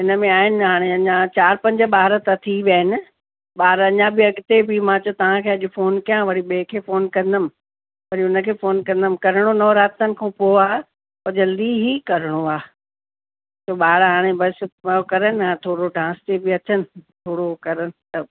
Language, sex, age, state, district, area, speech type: Sindhi, female, 45-60, Delhi, South Delhi, urban, conversation